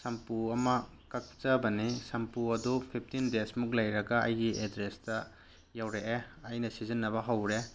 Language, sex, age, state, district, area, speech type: Manipuri, male, 30-45, Manipur, Tengnoupal, rural, spontaneous